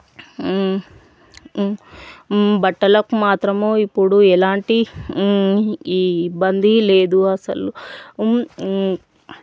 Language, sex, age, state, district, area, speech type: Telugu, female, 18-30, Telangana, Vikarabad, urban, spontaneous